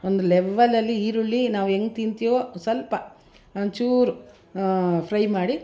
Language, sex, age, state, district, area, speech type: Kannada, female, 60+, Karnataka, Mysore, rural, spontaneous